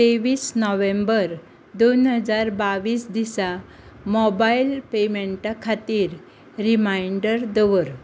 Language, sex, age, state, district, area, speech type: Goan Konkani, female, 60+, Goa, Bardez, rural, read